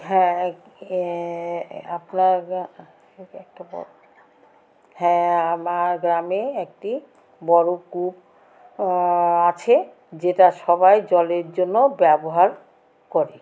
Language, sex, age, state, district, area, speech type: Bengali, female, 60+, West Bengal, Alipurduar, rural, spontaneous